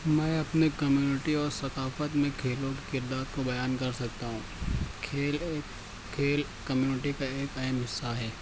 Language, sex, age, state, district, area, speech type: Urdu, male, 60+, Maharashtra, Nashik, rural, spontaneous